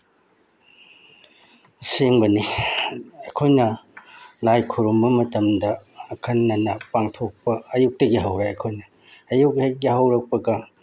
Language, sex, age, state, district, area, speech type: Manipuri, male, 60+, Manipur, Bishnupur, rural, spontaneous